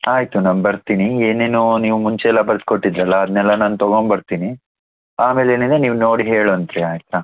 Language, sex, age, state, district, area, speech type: Kannada, male, 18-30, Karnataka, Davanagere, rural, conversation